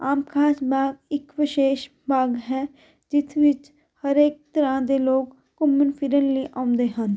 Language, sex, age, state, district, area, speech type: Punjabi, female, 18-30, Punjab, Fatehgarh Sahib, rural, spontaneous